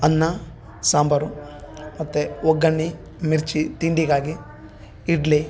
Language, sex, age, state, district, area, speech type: Kannada, male, 30-45, Karnataka, Bellary, rural, spontaneous